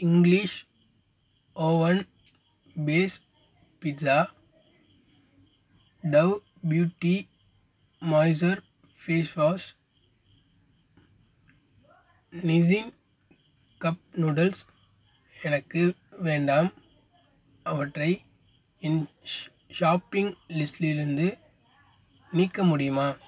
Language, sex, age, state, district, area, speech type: Tamil, male, 18-30, Tamil Nadu, Nagapattinam, rural, read